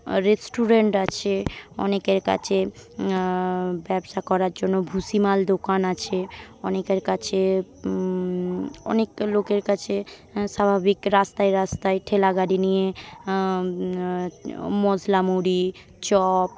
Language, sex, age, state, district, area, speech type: Bengali, female, 18-30, West Bengal, Paschim Medinipur, rural, spontaneous